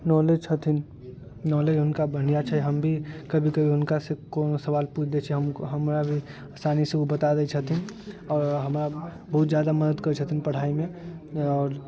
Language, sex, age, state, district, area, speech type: Maithili, male, 18-30, Bihar, Sitamarhi, rural, spontaneous